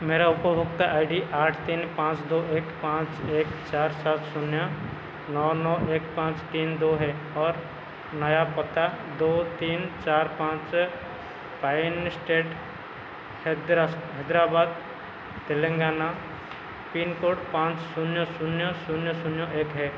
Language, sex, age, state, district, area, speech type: Hindi, male, 45-60, Madhya Pradesh, Seoni, rural, read